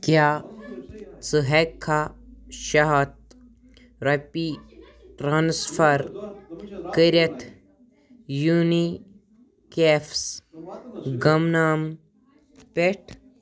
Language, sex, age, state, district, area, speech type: Kashmiri, male, 18-30, Jammu and Kashmir, Kupwara, rural, read